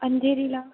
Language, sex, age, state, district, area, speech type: Marathi, female, 18-30, Maharashtra, Solapur, urban, conversation